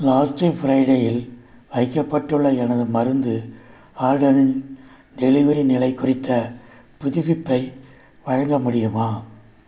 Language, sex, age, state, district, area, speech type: Tamil, male, 60+, Tamil Nadu, Viluppuram, urban, read